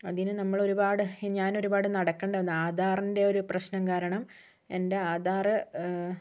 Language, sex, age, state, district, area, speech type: Malayalam, female, 60+, Kerala, Wayanad, rural, spontaneous